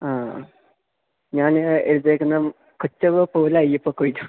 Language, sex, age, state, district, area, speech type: Malayalam, male, 18-30, Kerala, Idukki, rural, conversation